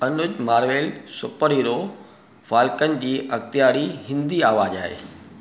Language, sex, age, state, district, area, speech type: Sindhi, male, 45-60, Maharashtra, Thane, urban, read